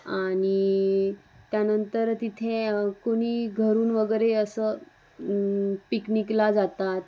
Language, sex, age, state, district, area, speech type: Marathi, female, 18-30, Maharashtra, Wardha, urban, spontaneous